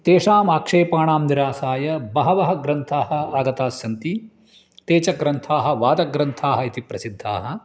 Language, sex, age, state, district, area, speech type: Sanskrit, male, 45-60, Karnataka, Uttara Kannada, urban, spontaneous